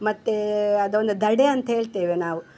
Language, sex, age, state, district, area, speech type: Kannada, female, 60+, Karnataka, Udupi, rural, spontaneous